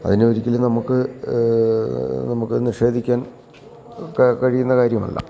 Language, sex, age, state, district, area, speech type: Malayalam, male, 60+, Kerala, Idukki, rural, spontaneous